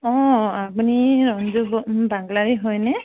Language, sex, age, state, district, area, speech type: Assamese, female, 30-45, Assam, Golaghat, urban, conversation